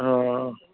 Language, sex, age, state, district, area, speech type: Sindhi, male, 60+, Uttar Pradesh, Lucknow, rural, conversation